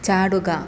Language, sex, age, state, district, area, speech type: Malayalam, female, 30-45, Kerala, Kasaragod, rural, read